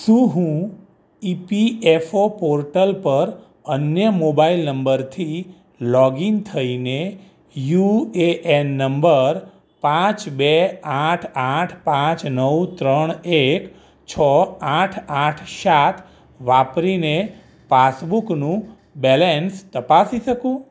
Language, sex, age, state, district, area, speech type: Gujarati, male, 45-60, Gujarat, Ahmedabad, urban, read